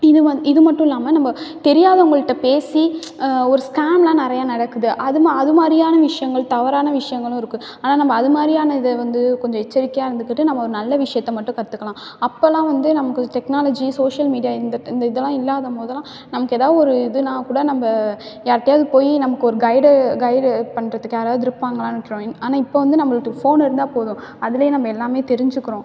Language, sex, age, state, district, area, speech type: Tamil, female, 18-30, Tamil Nadu, Tiruchirappalli, rural, spontaneous